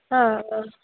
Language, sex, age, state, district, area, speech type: Sanskrit, female, 18-30, Kerala, Kannur, urban, conversation